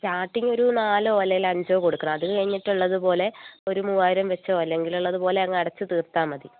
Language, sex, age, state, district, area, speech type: Malayalam, female, 45-60, Kerala, Wayanad, rural, conversation